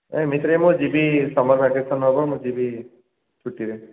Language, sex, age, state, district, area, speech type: Odia, male, 18-30, Odisha, Dhenkanal, rural, conversation